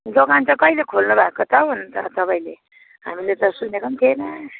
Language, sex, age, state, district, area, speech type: Nepali, female, 45-60, West Bengal, Jalpaiguri, rural, conversation